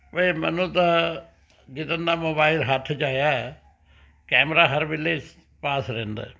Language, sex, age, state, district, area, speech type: Punjabi, male, 60+, Punjab, Rupnagar, urban, spontaneous